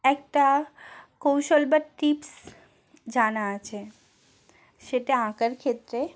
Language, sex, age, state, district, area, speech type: Bengali, female, 45-60, West Bengal, South 24 Parganas, rural, spontaneous